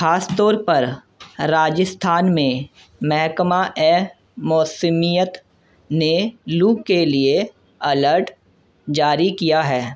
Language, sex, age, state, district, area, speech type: Urdu, male, 18-30, Delhi, North East Delhi, urban, spontaneous